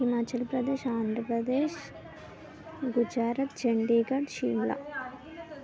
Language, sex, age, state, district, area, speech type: Telugu, female, 18-30, Telangana, Hyderabad, urban, spontaneous